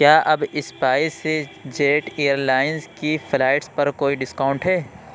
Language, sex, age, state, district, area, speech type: Urdu, male, 18-30, Uttar Pradesh, Lucknow, urban, read